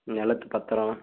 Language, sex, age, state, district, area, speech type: Tamil, male, 18-30, Tamil Nadu, Dharmapuri, rural, conversation